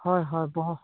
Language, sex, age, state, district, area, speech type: Assamese, female, 60+, Assam, Dibrugarh, rural, conversation